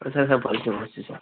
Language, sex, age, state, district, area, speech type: Odia, male, 18-30, Odisha, Balasore, rural, conversation